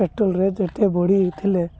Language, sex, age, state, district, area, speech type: Odia, male, 30-45, Odisha, Malkangiri, urban, spontaneous